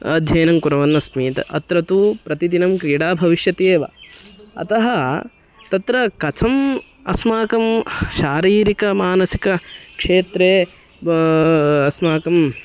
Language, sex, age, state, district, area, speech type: Sanskrit, male, 18-30, Karnataka, Uttara Kannada, rural, spontaneous